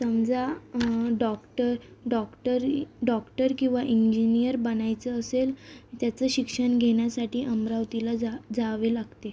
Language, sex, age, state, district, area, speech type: Marathi, female, 18-30, Maharashtra, Amravati, rural, spontaneous